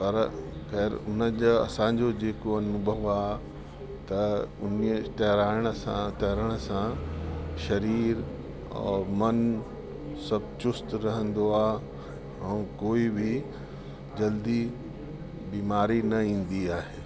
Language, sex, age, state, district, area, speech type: Sindhi, male, 60+, Uttar Pradesh, Lucknow, rural, spontaneous